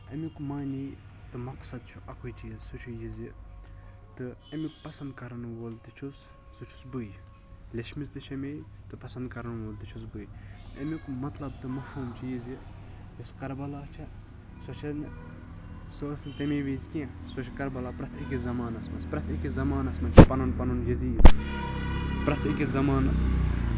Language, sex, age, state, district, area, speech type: Kashmiri, male, 18-30, Jammu and Kashmir, Budgam, rural, spontaneous